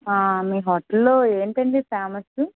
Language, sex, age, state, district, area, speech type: Telugu, female, 18-30, Andhra Pradesh, Vizianagaram, rural, conversation